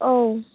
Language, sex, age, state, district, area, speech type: Bodo, female, 45-60, Assam, Chirang, rural, conversation